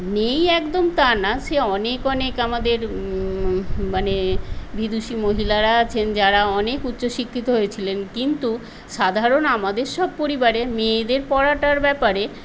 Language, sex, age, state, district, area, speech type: Bengali, female, 60+, West Bengal, Paschim Medinipur, rural, spontaneous